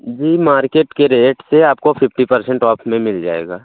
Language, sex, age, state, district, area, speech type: Hindi, male, 30-45, Uttar Pradesh, Pratapgarh, rural, conversation